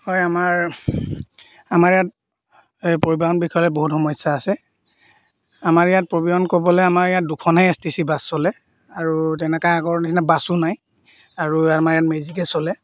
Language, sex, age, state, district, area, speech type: Assamese, male, 45-60, Assam, Golaghat, rural, spontaneous